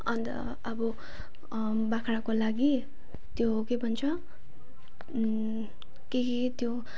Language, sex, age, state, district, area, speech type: Nepali, female, 18-30, West Bengal, Jalpaiguri, urban, spontaneous